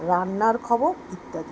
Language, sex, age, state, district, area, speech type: Bengali, female, 45-60, West Bengal, Kolkata, urban, spontaneous